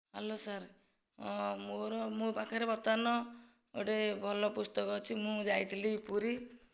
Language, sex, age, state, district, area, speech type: Odia, female, 45-60, Odisha, Nayagarh, rural, spontaneous